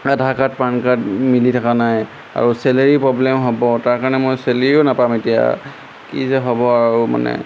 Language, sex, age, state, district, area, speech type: Assamese, male, 18-30, Assam, Golaghat, rural, spontaneous